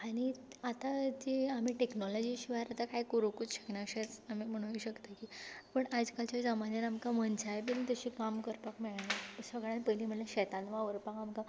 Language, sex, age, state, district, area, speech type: Goan Konkani, female, 18-30, Goa, Tiswadi, rural, spontaneous